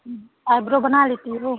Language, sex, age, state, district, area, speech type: Hindi, female, 18-30, Uttar Pradesh, Prayagraj, rural, conversation